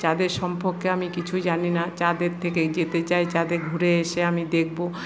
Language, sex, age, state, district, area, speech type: Bengali, female, 45-60, West Bengal, Paschim Bardhaman, urban, spontaneous